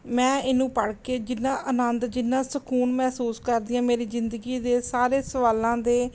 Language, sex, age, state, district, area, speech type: Punjabi, female, 30-45, Punjab, Gurdaspur, rural, spontaneous